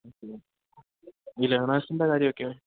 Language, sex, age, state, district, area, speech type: Malayalam, male, 18-30, Kerala, Idukki, rural, conversation